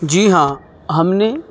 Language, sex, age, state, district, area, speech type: Urdu, male, 18-30, Uttar Pradesh, Saharanpur, urban, spontaneous